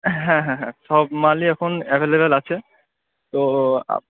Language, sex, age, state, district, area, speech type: Bengali, male, 18-30, West Bengal, Murshidabad, urban, conversation